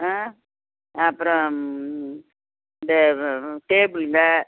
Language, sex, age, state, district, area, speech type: Tamil, female, 60+, Tamil Nadu, Viluppuram, rural, conversation